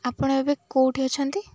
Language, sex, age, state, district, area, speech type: Odia, female, 18-30, Odisha, Jagatsinghpur, urban, spontaneous